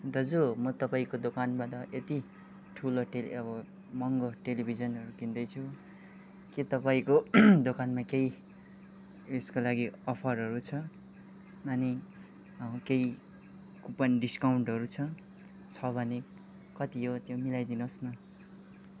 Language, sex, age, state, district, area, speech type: Nepali, male, 18-30, West Bengal, Kalimpong, rural, spontaneous